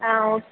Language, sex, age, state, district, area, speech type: Tamil, female, 18-30, Tamil Nadu, Pudukkottai, rural, conversation